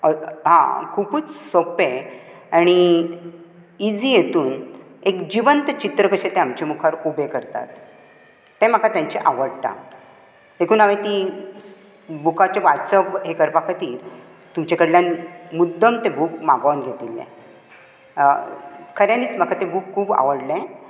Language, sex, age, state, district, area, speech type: Goan Konkani, female, 60+, Goa, Bardez, urban, spontaneous